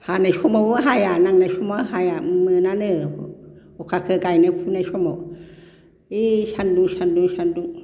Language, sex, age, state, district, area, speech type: Bodo, female, 60+, Assam, Baksa, urban, spontaneous